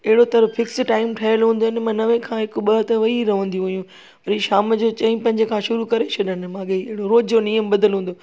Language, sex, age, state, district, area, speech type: Sindhi, female, 45-60, Gujarat, Junagadh, rural, spontaneous